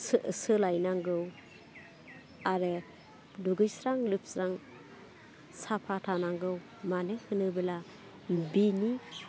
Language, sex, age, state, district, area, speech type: Bodo, female, 30-45, Assam, Udalguri, urban, spontaneous